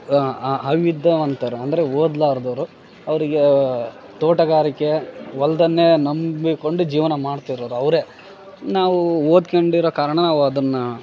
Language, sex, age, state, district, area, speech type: Kannada, male, 18-30, Karnataka, Bellary, rural, spontaneous